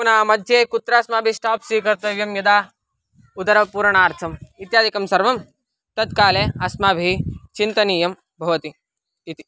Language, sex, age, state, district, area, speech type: Sanskrit, male, 18-30, Karnataka, Mysore, urban, spontaneous